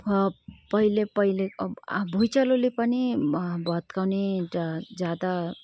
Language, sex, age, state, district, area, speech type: Nepali, female, 18-30, West Bengal, Kalimpong, rural, spontaneous